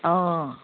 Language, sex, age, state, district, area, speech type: Assamese, female, 30-45, Assam, Charaideo, rural, conversation